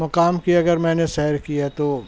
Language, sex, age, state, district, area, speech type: Urdu, male, 30-45, Maharashtra, Nashik, urban, spontaneous